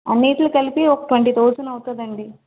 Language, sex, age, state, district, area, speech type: Telugu, female, 30-45, Andhra Pradesh, Vizianagaram, rural, conversation